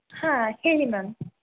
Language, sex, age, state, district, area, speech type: Kannada, female, 18-30, Karnataka, Hassan, urban, conversation